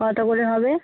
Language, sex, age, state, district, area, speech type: Bengali, female, 18-30, West Bengal, Birbhum, urban, conversation